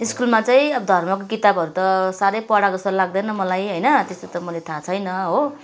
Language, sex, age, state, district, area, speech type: Nepali, female, 45-60, West Bengal, Kalimpong, rural, spontaneous